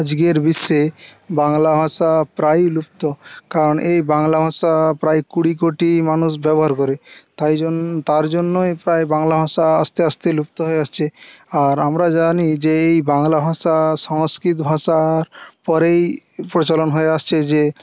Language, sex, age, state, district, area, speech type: Bengali, male, 18-30, West Bengal, Jhargram, rural, spontaneous